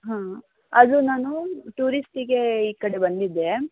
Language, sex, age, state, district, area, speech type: Kannada, female, 30-45, Karnataka, Tumkur, rural, conversation